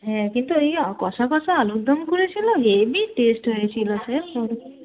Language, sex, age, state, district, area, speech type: Bengali, female, 30-45, West Bengal, North 24 Parganas, urban, conversation